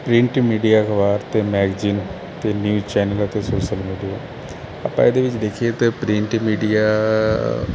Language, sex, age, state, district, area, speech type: Punjabi, male, 30-45, Punjab, Kapurthala, urban, spontaneous